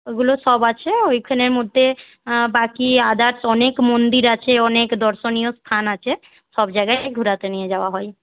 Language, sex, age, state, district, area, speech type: Bengali, female, 18-30, West Bengal, Paschim Medinipur, rural, conversation